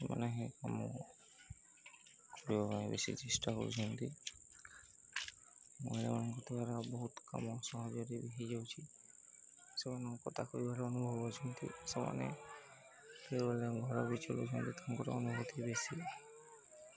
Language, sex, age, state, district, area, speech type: Odia, male, 30-45, Odisha, Nuapada, urban, spontaneous